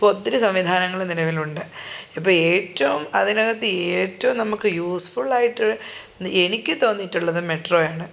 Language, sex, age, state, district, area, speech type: Malayalam, female, 30-45, Kerala, Thiruvananthapuram, rural, spontaneous